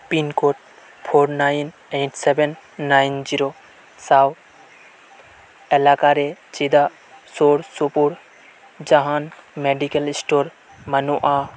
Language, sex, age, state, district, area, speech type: Santali, male, 18-30, West Bengal, Birbhum, rural, read